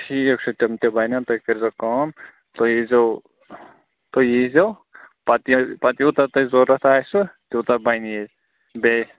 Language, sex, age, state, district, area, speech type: Kashmiri, male, 45-60, Jammu and Kashmir, Srinagar, urban, conversation